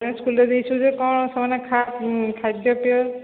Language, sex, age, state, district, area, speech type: Odia, female, 45-60, Odisha, Sambalpur, rural, conversation